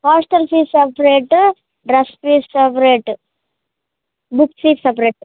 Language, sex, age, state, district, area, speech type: Telugu, male, 18-30, Andhra Pradesh, Srikakulam, urban, conversation